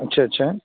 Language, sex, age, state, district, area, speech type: Urdu, male, 30-45, Bihar, Saharsa, rural, conversation